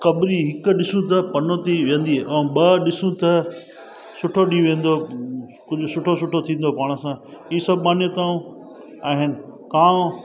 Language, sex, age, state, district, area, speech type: Sindhi, male, 45-60, Gujarat, Junagadh, rural, spontaneous